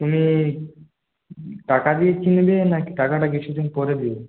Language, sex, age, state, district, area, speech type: Bengali, male, 30-45, West Bengal, Purulia, urban, conversation